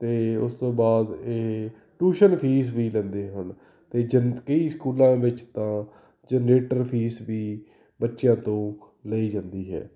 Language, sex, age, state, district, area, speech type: Punjabi, male, 30-45, Punjab, Fatehgarh Sahib, urban, spontaneous